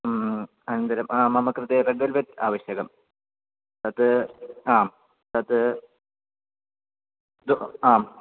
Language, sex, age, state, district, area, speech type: Sanskrit, male, 18-30, Kerala, Kottayam, urban, conversation